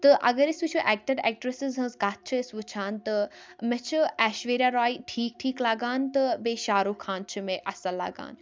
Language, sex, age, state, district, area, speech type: Kashmiri, female, 18-30, Jammu and Kashmir, Baramulla, rural, spontaneous